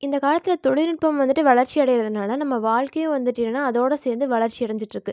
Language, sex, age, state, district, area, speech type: Tamil, female, 18-30, Tamil Nadu, Erode, rural, spontaneous